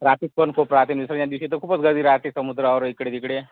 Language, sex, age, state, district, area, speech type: Marathi, male, 60+, Maharashtra, Nagpur, rural, conversation